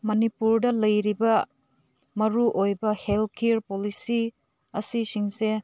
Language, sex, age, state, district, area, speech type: Manipuri, female, 30-45, Manipur, Senapati, urban, spontaneous